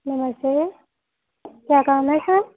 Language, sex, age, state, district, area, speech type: Hindi, female, 45-60, Uttar Pradesh, Sitapur, rural, conversation